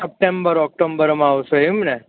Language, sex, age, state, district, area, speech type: Gujarati, male, 18-30, Gujarat, Ahmedabad, urban, conversation